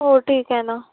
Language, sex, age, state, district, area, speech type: Marathi, female, 18-30, Maharashtra, Nagpur, urban, conversation